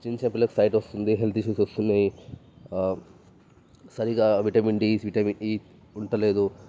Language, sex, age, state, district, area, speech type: Telugu, male, 18-30, Telangana, Vikarabad, urban, spontaneous